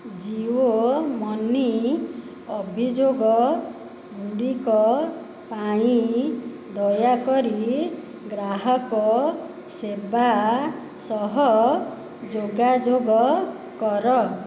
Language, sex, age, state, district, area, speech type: Odia, female, 30-45, Odisha, Dhenkanal, rural, read